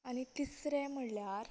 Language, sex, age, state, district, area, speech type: Goan Konkani, female, 18-30, Goa, Canacona, rural, spontaneous